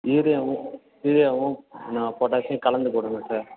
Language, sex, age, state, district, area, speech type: Tamil, male, 18-30, Tamil Nadu, Perambalur, urban, conversation